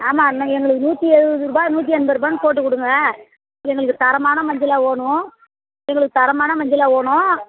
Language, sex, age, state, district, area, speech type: Tamil, female, 60+, Tamil Nadu, Tiruvannamalai, rural, conversation